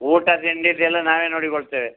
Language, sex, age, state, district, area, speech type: Kannada, male, 60+, Karnataka, Udupi, rural, conversation